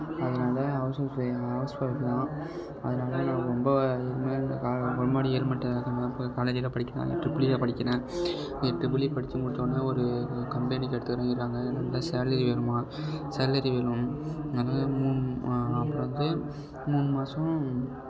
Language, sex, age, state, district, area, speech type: Tamil, male, 18-30, Tamil Nadu, Mayiladuthurai, urban, spontaneous